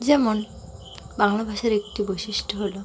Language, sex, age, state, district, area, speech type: Bengali, female, 30-45, West Bengal, Dakshin Dinajpur, urban, spontaneous